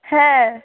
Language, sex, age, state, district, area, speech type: Bengali, female, 18-30, West Bengal, Darjeeling, rural, conversation